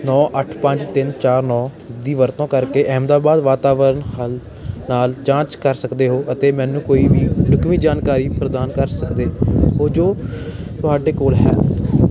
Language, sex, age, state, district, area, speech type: Punjabi, male, 18-30, Punjab, Ludhiana, urban, read